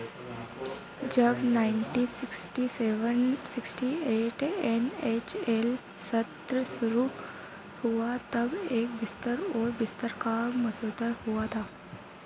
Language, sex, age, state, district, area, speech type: Hindi, female, 30-45, Madhya Pradesh, Harda, urban, read